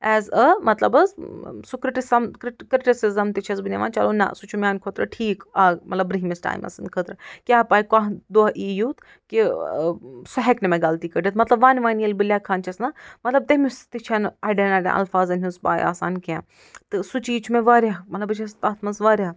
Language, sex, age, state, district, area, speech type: Kashmiri, female, 45-60, Jammu and Kashmir, Budgam, rural, spontaneous